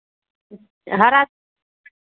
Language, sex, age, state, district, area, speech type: Maithili, female, 18-30, Bihar, Begusarai, rural, conversation